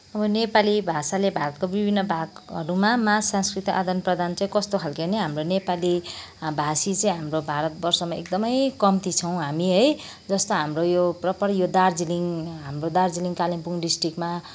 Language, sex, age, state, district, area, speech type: Nepali, female, 45-60, West Bengal, Kalimpong, rural, spontaneous